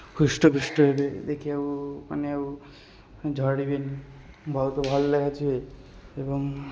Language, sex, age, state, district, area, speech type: Odia, male, 18-30, Odisha, Puri, urban, spontaneous